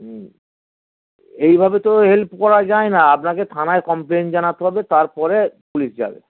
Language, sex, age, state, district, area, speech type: Bengali, male, 45-60, West Bengal, Dakshin Dinajpur, rural, conversation